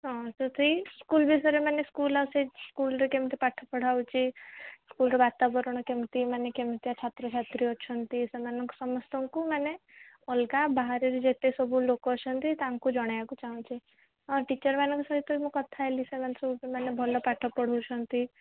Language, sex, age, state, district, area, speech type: Odia, female, 18-30, Odisha, Sundergarh, urban, conversation